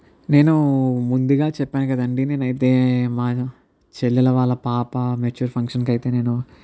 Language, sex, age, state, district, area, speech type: Telugu, male, 60+, Andhra Pradesh, Kakinada, rural, spontaneous